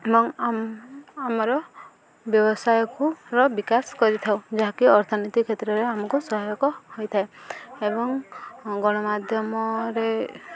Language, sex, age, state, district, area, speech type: Odia, female, 18-30, Odisha, Subarnapur, rural, spontaneous